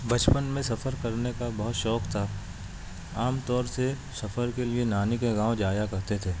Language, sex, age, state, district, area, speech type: Urdu, male, 45-60, Maharashtra, Nashik, urban, spontaneous